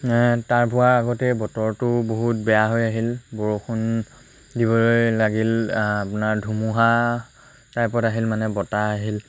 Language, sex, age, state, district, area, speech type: Assamese, male, 18-30, Assam, Lakhimpur, rural, spontaneous